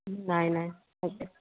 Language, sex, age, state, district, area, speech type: Odia, female, 18-30, Odisha, Kendujhar, urban, conversation